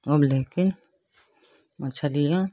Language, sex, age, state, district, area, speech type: Hindi, female, 60+, Uttar Pradesh, Lucknow, urban, spontaneous